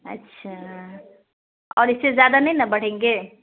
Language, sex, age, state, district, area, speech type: Urdu, female, 30-45, Bihar, Araria, rural, conversation